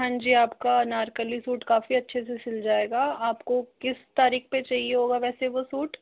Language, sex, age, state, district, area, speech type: Hindi, male, 60+, Rajasthan, Jaipur, urban, conversation